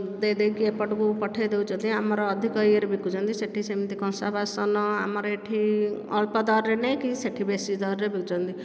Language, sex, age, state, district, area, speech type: Odia, female, 45-60, Odisha, Dhenkanal, rural, spontaneous